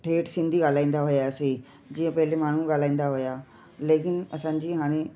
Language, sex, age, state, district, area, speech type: Sindhi, female, 45-60, Delhi, South Delhi, urban, spontaneous